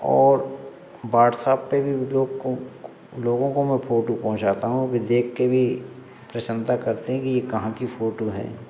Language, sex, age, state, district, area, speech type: Hindi, male, 60+, Madhya Pradesh, Hoshangabad, rural, spontaneous